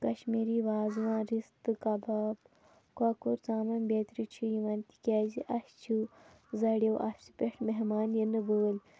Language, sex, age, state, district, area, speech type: Kashmiri, female, 18-30, Jammu and Kashmir, Shopian, rural, spontaneous